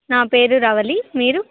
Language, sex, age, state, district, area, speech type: Telugu, female, 18-30, Telangana, Khammam, urban, conversation